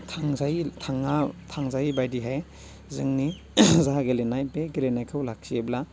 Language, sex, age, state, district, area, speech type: Bodo, male, 18-30, Assam, Baksa, rural, spontaneous